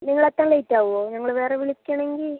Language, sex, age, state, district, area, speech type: Malayalam, female, 30-45, Kerala, Kozhikode, urban, conversation